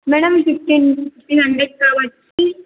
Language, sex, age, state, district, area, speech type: Telugu, female, 18-30, Andhra Pradesh, Anantapur, urban, conversation